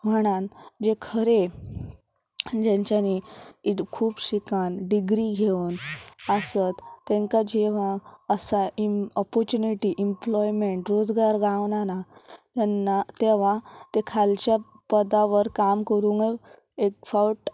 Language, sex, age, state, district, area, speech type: Goan Konkani, female, 18-30, Goa, Pernem, rural, spontaneous